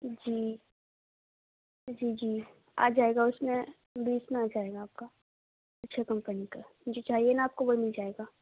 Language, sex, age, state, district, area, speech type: Urdu, female, 18-30, Uttar Pradesh, Ghaziabad, urban, conversation